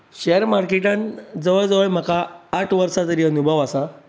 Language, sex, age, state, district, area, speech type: Goan Konkani, male, 30-45, Goa, Bardez, urban, spontaneous